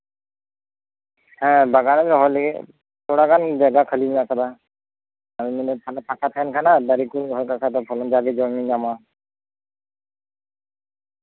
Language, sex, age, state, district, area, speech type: Santali, male, 18-30, West Bengal, Birbhum, rural, conversation